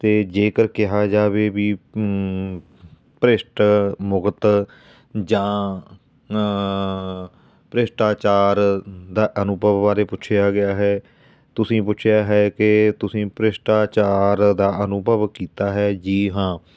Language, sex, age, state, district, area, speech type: Punjabi, male, 30-45, Punjab, Fatehgarh Sahib, urban, spontaneous